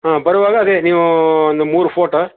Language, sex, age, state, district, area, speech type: Kannada, male, 45-60, Karnataka, Shimoga, rural, conversation